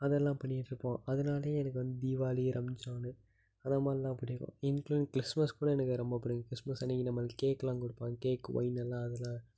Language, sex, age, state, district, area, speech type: Tamil, male, 18-30, Tamil Nadu, Tiruppur, urban, spontaneous